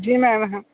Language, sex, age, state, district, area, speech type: Hindi, male, 18-30, Uttar Pradesh, Sonbhadra, rural, conversation